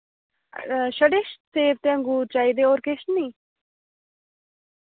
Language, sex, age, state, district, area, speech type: Dogri, female, 18-30, Jammu and Kashmir, Reasi, rural, conversation